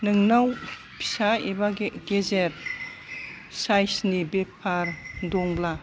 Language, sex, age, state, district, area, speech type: Bodo, female, 60+, Assam, Kokrajhar, urban, read